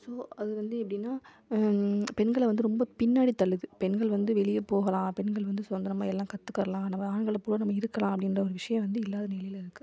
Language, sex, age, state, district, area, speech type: Tamil, female, 18-30, Tamil Nadu, Sivaganga, rural, spontaneous